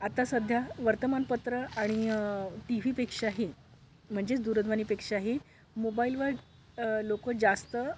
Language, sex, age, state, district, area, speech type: Marathi, female, 18-30, Maharashtra, Bhandara, rural, spontaneous